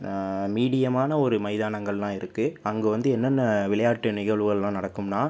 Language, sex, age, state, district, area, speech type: Tamil, male, 18-30, Tamil Nadu, Pudukkottai, rural, spontaneous